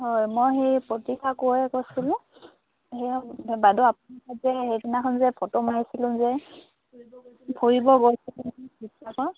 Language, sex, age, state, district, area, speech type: Assamese, female, 30-45, Assam, Dibrugarh, rural, conversation